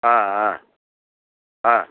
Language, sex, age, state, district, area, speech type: Kannada, male, 60+, Karnataka, Mysore, urban, conversation